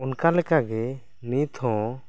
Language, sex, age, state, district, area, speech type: Santali, male, 18-30, West Bengal, Bankura, rural, spontaneous